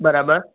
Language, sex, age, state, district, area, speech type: Gujarati, male, 18-30, Gujarat, Mehsana, rural, conversation